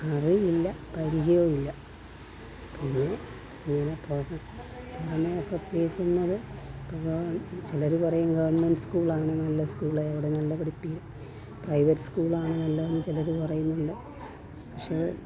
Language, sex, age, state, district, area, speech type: Malayalam, female, 60+, Kerala, Pathanamthitta, rural, spontaneous